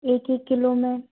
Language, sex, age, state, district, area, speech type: Hindi, female, 18-30, Rajasthan, Karauli, rural, conversation